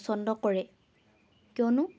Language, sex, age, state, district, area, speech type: Assamese, female, 18-30, Assam, Lakhimpur, rural, spontaneous